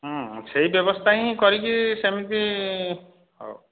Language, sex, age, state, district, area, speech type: Odia, male, 30-45, Odisha, Dhenkanal, rural, conversation